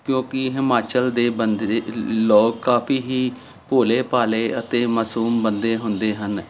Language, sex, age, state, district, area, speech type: Punjabi, male, 45-60, Punjab, Jalandhar, urban, spontaneous